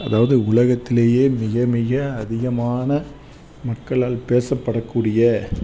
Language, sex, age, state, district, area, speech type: Tamil, male, 30-45, Tamil Nadu, Salem, urban, spontaneous